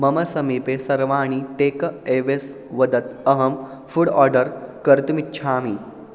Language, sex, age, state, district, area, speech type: Sanskrit, male, 18-30, Maharashtra, Pune, urban, read